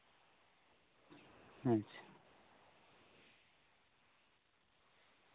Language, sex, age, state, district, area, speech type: Santali, male, 30-45, West Bengal, Purulia, rural, conversation